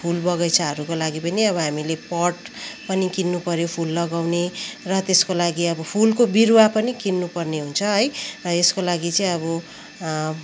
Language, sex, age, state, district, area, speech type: Nepali, female, 30-45, West Bengal, Kalimpong, rural, spontaneous